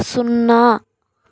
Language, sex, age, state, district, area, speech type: Telugu, female, 30-45, Andhra Pradesh, Chittoor, rural, read